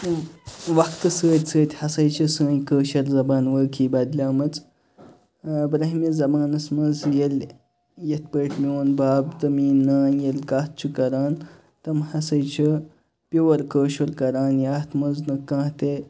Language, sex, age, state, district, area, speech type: Kashmiri, male, 30-45, Jammu and Kashmir, Kupwara, rural, spontaneous